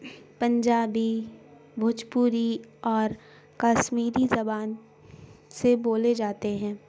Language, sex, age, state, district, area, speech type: Urdu, female, 18-30, Bihar, Gaya, urban, spontaneous